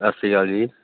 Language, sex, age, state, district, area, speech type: Punjabi, male, 30-45, Punjab, Mohali, urban, conversation